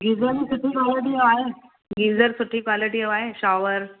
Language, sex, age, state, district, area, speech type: Sindhi, female, 45-60, Maharashtra, Thane, urban, conversation